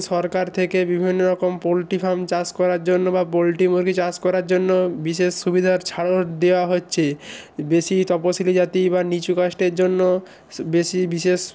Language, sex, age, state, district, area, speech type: Bengali, male, 18-30, West Bengal, North 24 Parganas, rural, spontaneous